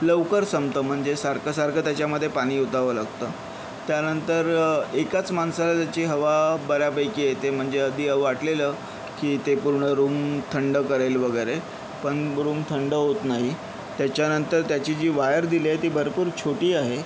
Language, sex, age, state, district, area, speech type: Marathi, male, 30-45, Maharashtra, Yavatmal, urban, spontaneous